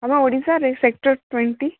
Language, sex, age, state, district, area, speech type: Odia, female, 45-60, Odisha, Sundergarh, rural, conversation